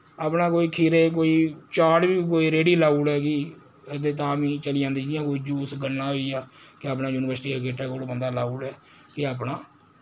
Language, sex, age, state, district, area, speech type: Dogri, male, 18-30, Jammu and Kashmir, Reasi, rural, spontaneous